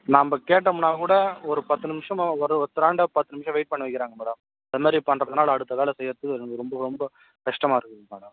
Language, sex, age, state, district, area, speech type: Tamil, male, 18-30, Tamil Nadu, Ranipet, urban, conversation